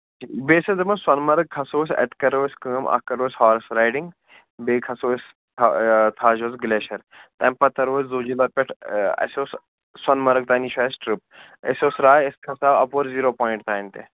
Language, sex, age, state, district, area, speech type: Kashmiri, male, 18-30, Jammu and Kashmir, Srinagar, urban, conversation